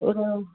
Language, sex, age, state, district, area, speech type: Tamil, female, 30-45, Tamil Nadu, Nagapattinam, rural, conversation